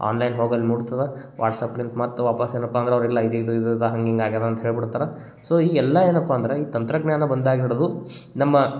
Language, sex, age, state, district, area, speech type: Kannada, male, 30-45, Karnataka, Gulbarga, urban, spontaneous